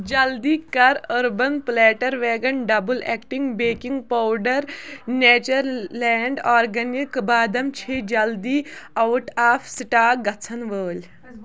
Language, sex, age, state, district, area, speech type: Kashmiri, female, 18-30, Jammu and Kashmir, Kulgam, rural, read